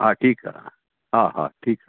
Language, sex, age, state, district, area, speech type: Sindhi, male, 60+, Delhi, South Delhi, urban, conversation